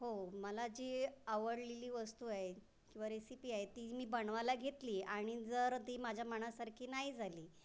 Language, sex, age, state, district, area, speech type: Marathi, female, 30-45, Maharashtra, Raigad, rural, spontaneous